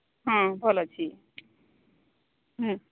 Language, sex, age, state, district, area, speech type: Odia, female, 45-60, Odisha, Sambalpur, rural, conversation